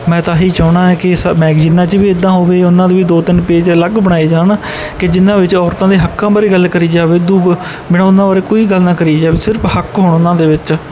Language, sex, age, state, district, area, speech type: Punjabi, male, 30-45, Punjab, Bathinda, rural, spontaneous